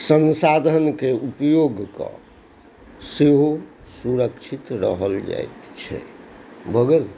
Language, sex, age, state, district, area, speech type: Maithili, male, 60+, Bihar, Purnia, urban, spontaneous